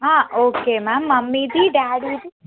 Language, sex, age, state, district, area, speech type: Telugu, female, 30-45, Andhra Pradesh, Palnadu, urban, conversation